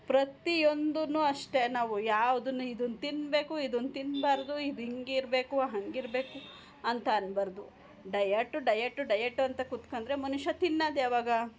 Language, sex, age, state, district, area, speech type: Kannada, female, 45-60, Karnataka, Hassan, urban, spontaneous